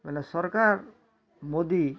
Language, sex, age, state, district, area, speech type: Odia, male, 60+, Odisha, Bargarh, urban, spontaneous